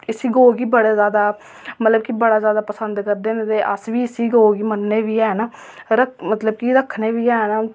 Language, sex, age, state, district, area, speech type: Dogri, female, 18-30, Jammu and Kashmir, Reasi, rural, spontaneous